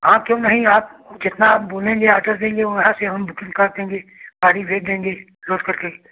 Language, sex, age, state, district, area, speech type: Hindi, male, 60+, Uttar Pradesh, Prayagraj, rural, conversation